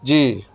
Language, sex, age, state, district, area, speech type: Urdu, male, 30-45, Bihar, Madhubani, rural, spontaneous